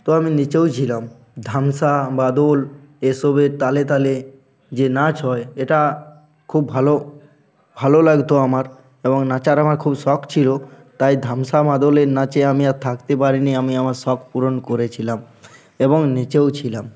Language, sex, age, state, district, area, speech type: Bengali, male, 18-30, West Bengal, Uttar Dinajpur, urban, spontaneous